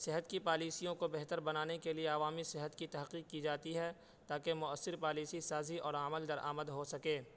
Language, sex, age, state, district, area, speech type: Urdu, male, 18-30, Uttar Pradesh, Saharanpur, urban, spontaneous